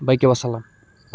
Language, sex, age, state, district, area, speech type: Kashmiri, male, 18-30, Jammu and Kashmir, Baramulla, urban, spontaneous